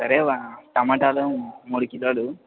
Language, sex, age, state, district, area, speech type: Telugu, male, 30-45, Andhra Pradesh, N T Rama Rao, urban, conversation